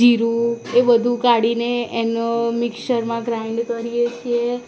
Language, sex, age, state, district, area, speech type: Gujarati, female, 18-30, Gujarat, Ahmedabad, urban, spontaneous